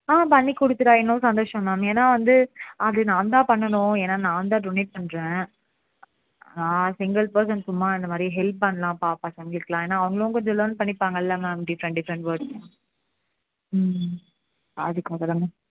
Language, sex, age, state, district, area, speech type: Tamil, female, 18-30, Tamil Nadu, Chennai, urban, conversation